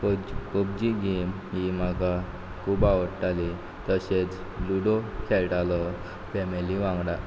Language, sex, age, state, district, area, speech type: Goan Konkani, male, 18-30, Goa, Quepem, rural, spontaneous